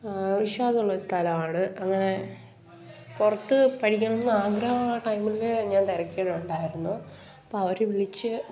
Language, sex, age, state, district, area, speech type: Malayalam, female, 18-30, Kerala, Kollam, rural, spontaneous